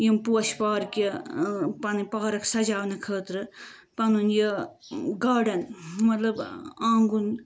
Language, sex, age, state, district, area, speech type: Kashmiri, female, 45-60, Jammu and Kashmir, Ganderbal, rural, spontaneous